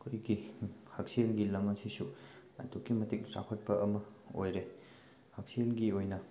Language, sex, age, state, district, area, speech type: Manipuri, male, 18-30, Manipur, Thoubal, rural, spontaneous